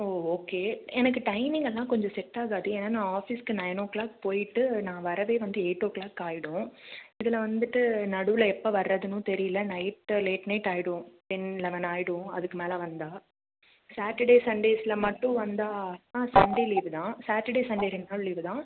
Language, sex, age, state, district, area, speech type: Tamil, female, 18-30, Tamil Nadu, Tiruppur, rural, conversation